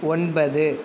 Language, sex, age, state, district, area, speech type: Tamil, male, 18-30, Tamil Nadu, Sivaganga, rural, read